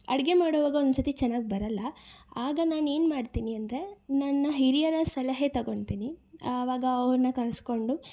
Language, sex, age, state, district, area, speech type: Kannada, female, 18-30, Karnataka, Chikkaballapur, urban, spontaneous